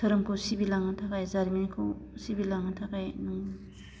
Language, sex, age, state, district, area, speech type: Bodo, female, 30-45, Assam, Baksa, rural, spontaneous